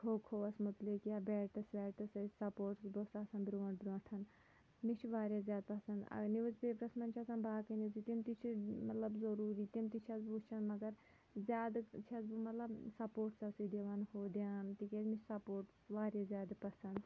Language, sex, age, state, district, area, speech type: Kashmiri, female, 30-45, Jammu and Kashmir, Shopian, urban, spontaneous